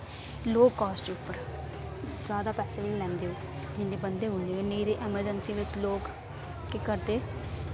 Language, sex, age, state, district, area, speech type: Dogri, female, 18-30, Jammu and Kashmir, Reasi, rural, spontaneous